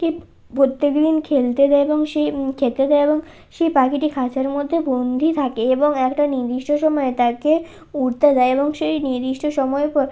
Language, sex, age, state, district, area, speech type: Bengali, female, 18-30, West Bengal, Bankura, urban, spontaneous